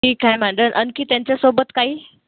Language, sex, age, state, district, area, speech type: Marathi, female, 30-45, Maharashtra, Nagpur, urban, conversation